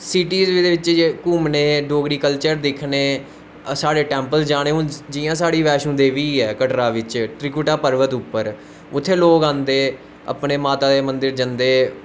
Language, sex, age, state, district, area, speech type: Dogri, male, 18-30, Jammu and Kashmir, Udhampur, urban, spontaneous